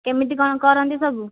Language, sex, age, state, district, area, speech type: Odia, female, 18-30, Odisha, Nayagarh, rural, conversation